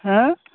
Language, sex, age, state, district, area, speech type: Assamese, male, 60+, Assam, Dhemaji, rural, conversation